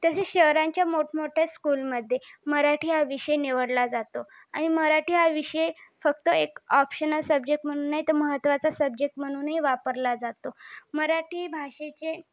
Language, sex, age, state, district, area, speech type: Marathi, female, 18-30, Maharashtra, Thane, urban, spontaneous